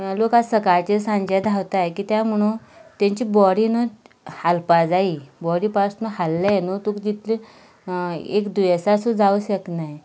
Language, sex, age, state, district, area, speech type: Goan Konkani, female, 18-30, Goa, Canacona, rural, spontaneous